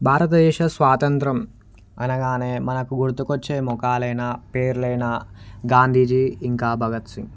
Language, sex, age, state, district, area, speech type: Telugu, male, 18-30, Telangana, Vikarabad, urban, spontaneous